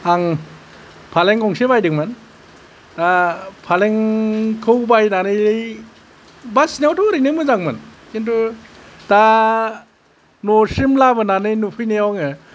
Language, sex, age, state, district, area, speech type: Bodo, male, 60+, Assam, Kokrajhar, urban, spontaneous